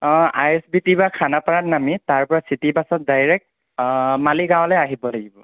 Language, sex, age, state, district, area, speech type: Assamese, male, 45-60, Assam, Nagaon, rural, conversation